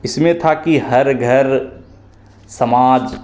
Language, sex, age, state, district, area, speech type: Hindi, male, 18-30, Bihar, Begusarai, rural, spontaneous